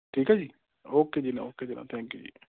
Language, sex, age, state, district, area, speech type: Punjabi, male, 30-45, Punjab, Amritsar, urban, conversation